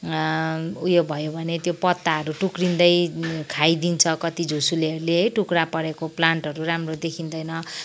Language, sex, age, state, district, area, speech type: Nepali, female, 45-60, West Bengal, Kalimpong, rural, spontaneous